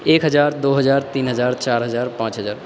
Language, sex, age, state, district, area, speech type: Maithili, male, 18-30, Bihar, Purnia, rural, spontaneous